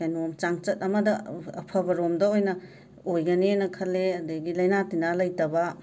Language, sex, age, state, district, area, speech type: Manipuri, female, 30-45, Manipur, Imphal West, urban, spontaneous